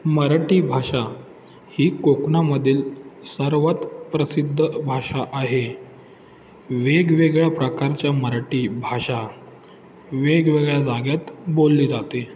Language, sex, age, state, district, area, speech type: Marathi, male, 18-30, Maharashtra, Ratnagiri, urban, spontaneous